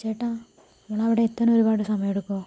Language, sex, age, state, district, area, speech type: Malayalam, female, 30-45, Kerala, Palakkad, rural, spontaneous